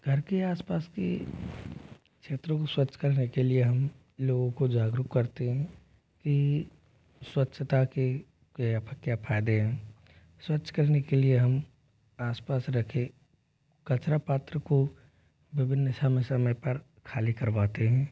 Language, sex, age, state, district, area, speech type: Hindi, male, 18-30, Rajasthan, Jodhpur, rural, spontaneous